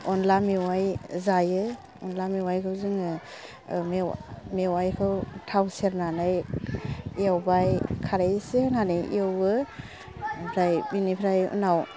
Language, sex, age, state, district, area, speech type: Bodo, female, 30-45, Assam, Kokrajhar, rural, spontaneous